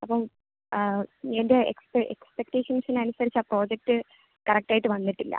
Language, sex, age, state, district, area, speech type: Malayalam, female, 18-30, Kerala, Thiruvananthapuram, rural, conversation